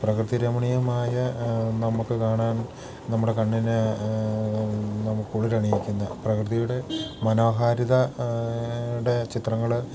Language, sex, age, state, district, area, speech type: Malayalam, male, 45-60, Kerala, Idukki, rural, spontaneous